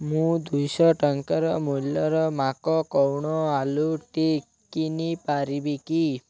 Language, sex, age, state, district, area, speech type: Odia, male, 18-30, Odisha, Malkangiri, urban, read